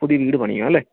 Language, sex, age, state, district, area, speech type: Malayalam, male, 30-45, Kerala, Idukki, rural, conversation